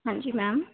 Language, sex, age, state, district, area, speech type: Punjabi, female, 18-30, Punjab, Fazilka, rural, conversation